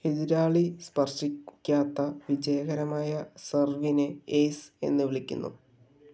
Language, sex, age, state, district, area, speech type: Malayalam, male, 60+, Kerala, Palakkad, rural, read